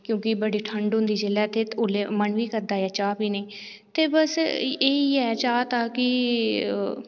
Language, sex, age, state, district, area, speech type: Dogri, female, 18-30, Jammu and Kashmir, Reasi, rural, spontaneous